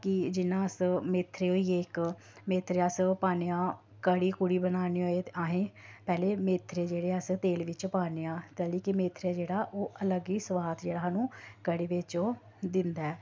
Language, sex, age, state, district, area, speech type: Dogri, female, 30-45, Jammu and Kashmir, Samba, urban, spontaneous